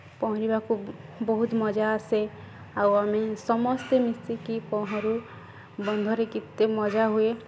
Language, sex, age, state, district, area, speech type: Odia, female, 18-30, Odisha, Balangir, urban, spontaneous